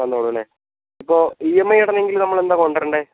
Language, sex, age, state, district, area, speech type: Malayalam, male, 18-30, Kerala, Wayanad, rural, conversation